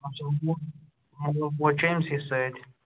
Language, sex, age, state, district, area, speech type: Kashmiri, male, 18-30, Jammu and Kashmir, Ganderbal, rural, conversation